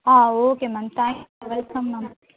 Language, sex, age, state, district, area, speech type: Tamil, female, 30-45, Tamil Nadu, Chennai, urban, conversation